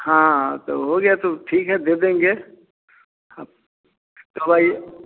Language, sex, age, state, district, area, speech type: Hindi, male, 60+, Bihar, Samastipur, urban, conversation